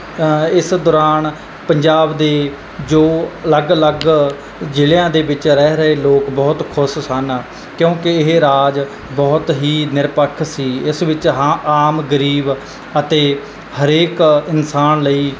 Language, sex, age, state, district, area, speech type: Punjabi, male, 18-30, Punjab, Mansa, urban, spontaneous